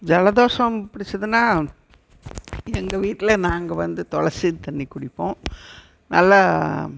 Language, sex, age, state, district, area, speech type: Tamil, female, 60+, Tamil Nadu, Erode, rural, spontaneous